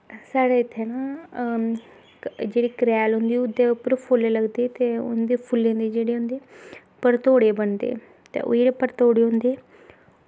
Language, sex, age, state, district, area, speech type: Dogri, female, 18-30, Jammu and Kashmir, Kathua, rural, spontaneous